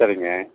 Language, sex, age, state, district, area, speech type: Tamil, male, 45-60, Tamil Nadu, Perambalur, urban, conversation